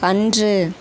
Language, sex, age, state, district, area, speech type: Tamil, female, 18-30, Tamil Nadu, Tirunelveli, rural, read